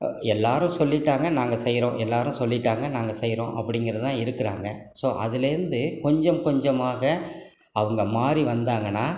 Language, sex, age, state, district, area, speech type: Tamil, male, 60+, Tamil Nadu, Ariyalur, rural, spontaneous